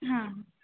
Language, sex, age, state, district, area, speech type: Kannada, female, 18-30, Karnataka, Shimoga, rural, conversation